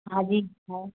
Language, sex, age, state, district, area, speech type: Hindi, female, 30-45, Madhya Pradesh, Gwalior, urban, conversation